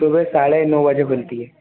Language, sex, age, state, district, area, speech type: Hindi, male, 30-45, Madhya Pradesh, Bhopal, urban, conversation